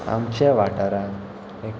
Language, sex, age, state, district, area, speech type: Goan Konkani, male, 18-30, Goa, Murmgao, urban, spontaneous